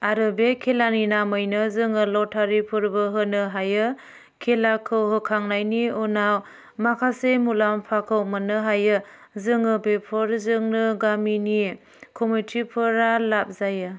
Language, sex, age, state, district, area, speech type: Bodo, female, 30-45, Assam, Chirang, rural, spontaneous